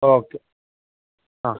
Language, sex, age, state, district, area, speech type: Malayalam, female, 45-60, Kerala, Kozhikode, urban, conversation